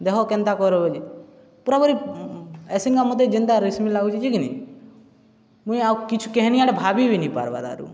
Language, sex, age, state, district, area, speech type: Odia, male, 18-30, Odisha, Subarnapur, urban, spontaneous